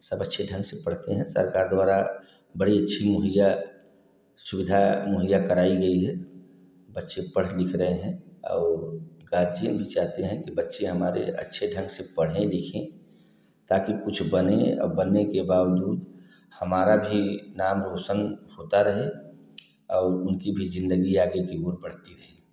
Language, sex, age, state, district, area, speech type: Hindi, male, 45-60, Uttar Pradesh, Prayagraj, rural, spontaneous